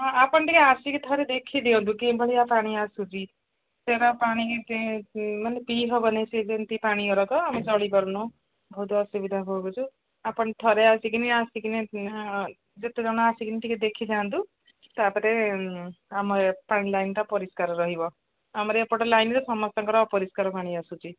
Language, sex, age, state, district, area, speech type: Odia, female, 60+, Odisha, Gajapati, rural, conversation